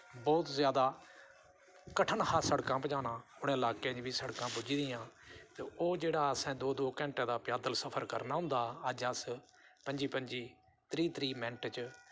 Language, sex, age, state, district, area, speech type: Dogri, male, 60+, Jammu and Kashmir, Udhampur, rural, spontaneous